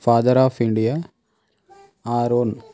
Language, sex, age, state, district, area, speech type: Telugu, male, 30-45, Telangana, Adilabad, rural, spontaneous